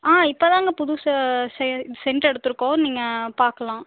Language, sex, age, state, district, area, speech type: Tamil, female, 18-30, Tamil Nadu, Erode, rural, conversation